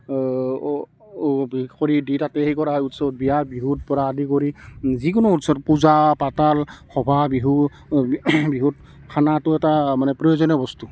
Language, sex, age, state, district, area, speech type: Assamese, male, 30-45, Assam, Barpeta, rural, spontaneous